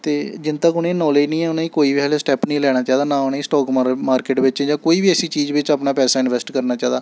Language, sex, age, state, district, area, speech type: Dogri, male, 18-30, Jammu and Kashmir, Samba, rural, spontaneous